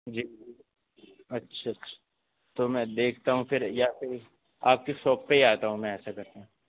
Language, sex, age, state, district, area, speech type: Urdu, male, 18-30, Delhi, North West Delhi, urban, conversation